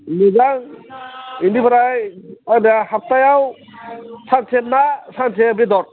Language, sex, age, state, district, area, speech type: Bodo, male, 45-60, Assam, Baksa, urban, conversation